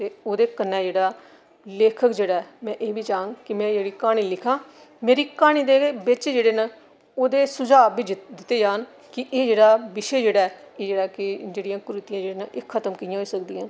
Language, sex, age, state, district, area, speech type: Dogri, female, 60+, Jammu and Kashmir, Jammu, urban, spontaneous